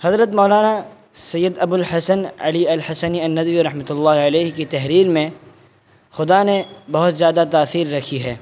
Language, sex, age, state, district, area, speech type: Urdu, male, 18-30, Bihar, Purnia, rural, spontaneous